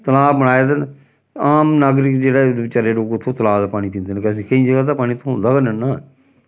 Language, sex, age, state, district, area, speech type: Dogri, male, 45-60, Jammu and Kashmir, Samba, rural, spontaneous